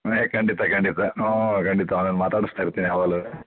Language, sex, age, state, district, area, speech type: Kannada, male, 60+, Karnataka, Chitradurga, rural, conversation